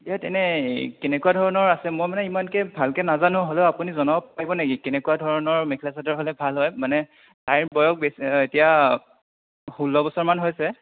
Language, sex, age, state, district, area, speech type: Assamese, male, 18-30, Assam, Sonitpur, rural, conversation